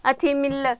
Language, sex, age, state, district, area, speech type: Maithili, female, 30-45, Bihar, Araria, rural, spontaneous